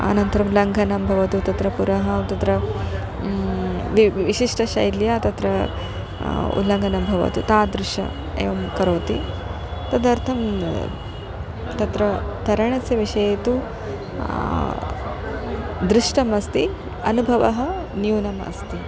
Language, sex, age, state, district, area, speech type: Sanskrit, female, 30-45, Karnataka, Dharwad, urban, spontaneous